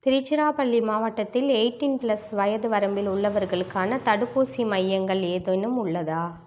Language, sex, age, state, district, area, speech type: Tamil, female, 45-60, Tamil Nadu, Thanjavur, rural, read